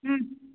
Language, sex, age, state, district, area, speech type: Sindhi, female, 18-30, Maharashtra, Thane, urban, conversation